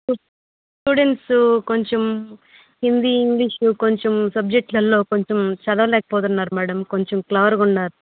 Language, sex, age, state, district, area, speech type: Telugu, female, 30-45, Andhra Pradesh, Chittoor, rural, conversation